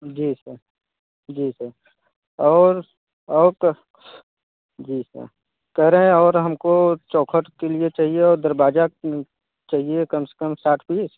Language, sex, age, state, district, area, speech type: Hindi, male, 30-45, Uttar Pradesh, Mirzapur, rural, conversation